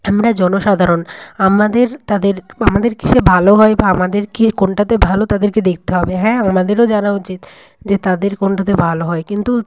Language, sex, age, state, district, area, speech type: Bengali, female, 18-30, West Bengal, Nadia, rural, spontaneous